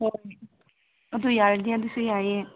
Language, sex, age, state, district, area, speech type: Manipuri, female, 18-30, Manipur, Kangpokpi, urban, conversation